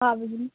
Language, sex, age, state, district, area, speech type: Sanskrit, female, 18-30, Karnataka, Bangalore Rural, rural, conversation